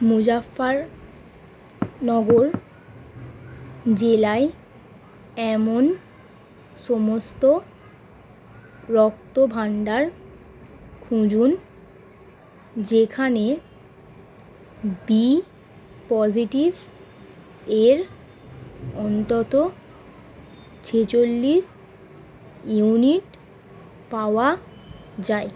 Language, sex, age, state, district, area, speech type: Bengali, female, 18-30, West Bengal, Howrah, urban, read